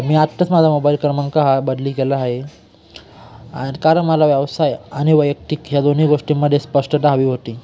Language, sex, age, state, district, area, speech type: Marathi, male, 18-30, Maharashtra, Nashik, urban, spontaneous